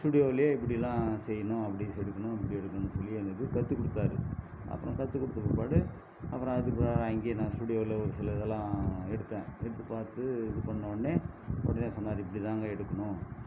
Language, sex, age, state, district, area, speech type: Tamil, male, 60+, Tamil Nadu, Viluppuram, rural, spontaneous